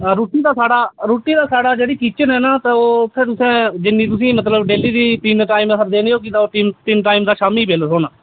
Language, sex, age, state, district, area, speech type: Dogri, male, 30-45, Jammu and Kashmir, Udhampur, urban, conversation